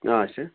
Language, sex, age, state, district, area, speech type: Kashmiri, male, 30-45, Jammu and Kashmir, Kupwara, rural, conversation